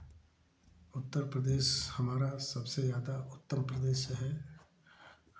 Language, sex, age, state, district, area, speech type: Hindi, male, 45-60, Uttar Pradesh, Chandauli, urban, spontaneous